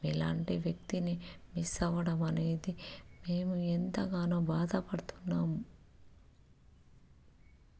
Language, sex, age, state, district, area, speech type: Telugu, female, 30-45, Telangana, Peddapalli, rural, spontaneous